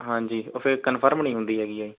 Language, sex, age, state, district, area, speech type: Punjabi, male, 18-30, Punjab, Rupnagar, rural, conversation